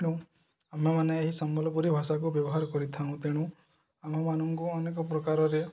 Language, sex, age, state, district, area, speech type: Odia, male, 18-30, Odisha, Balangir, urban, spontaneous